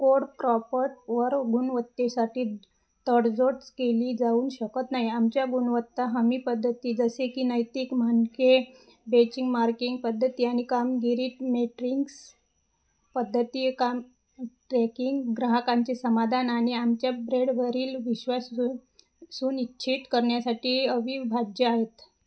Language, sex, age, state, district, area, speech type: Marathi, female, 30-45, Maharashtra, Wardha, rural, read